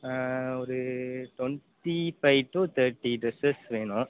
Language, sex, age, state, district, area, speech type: Tamil, male, 18-30, Tamil Nadu, Pudukkottai, rural, conversation